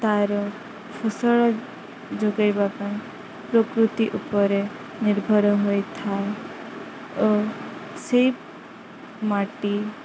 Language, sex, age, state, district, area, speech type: Odia, female, 18-30, Odisha, Sundergarh, urban, spontaneous